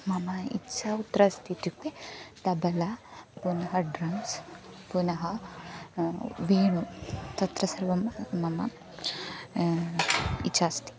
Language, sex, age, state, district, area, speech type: Sanskrit, female, 18-30, Kerala, Thrissur, urban, spontaneous